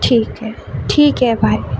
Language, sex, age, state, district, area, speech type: Urdu, female, 30-45, Uttar Pradesh, Aligarh, urban, spontaneous